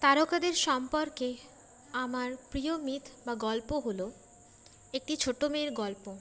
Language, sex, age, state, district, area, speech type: Bengali, female, 30-45, West Bengal, Paschim Bardhaman, urban, spontaneous